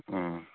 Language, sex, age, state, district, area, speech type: Manipuri, male, 30-45, Manipur, Kangpokpi, urban, conversation